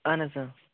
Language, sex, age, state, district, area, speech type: Kashmiri, male, 18-30, Jammu and Kashmir, Bandipora, rural, conversation